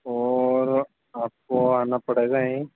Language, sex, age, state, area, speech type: Hindi, male, 30-45, Madhya Pradesh, rural, conversation